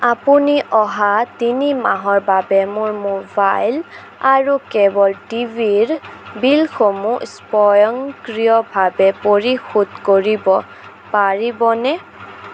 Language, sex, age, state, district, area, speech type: Assamese, female, 18-30, Assam, Sonitpur, rural, read